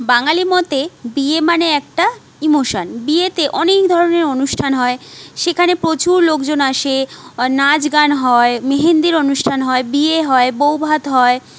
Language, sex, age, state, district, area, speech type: Bengali, female, 18-30, West Bengal, Jhargram, rural, spontaneous